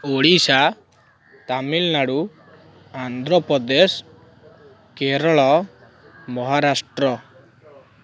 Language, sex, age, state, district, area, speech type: Odia, male, 18-30, Odisha, Kendrapara, urban, spontaneous